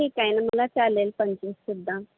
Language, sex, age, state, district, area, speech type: Marathi, female, 18-30, Maharashtra, Nagpur, urban, conversation